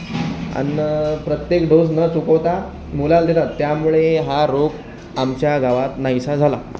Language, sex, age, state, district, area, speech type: Marathi, male, 18-30, Maharashtra, Akola, rural, spontaneous